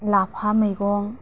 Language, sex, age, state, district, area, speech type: Bodo, female, 30-45, Assam, Udalguri, rural, spontaneous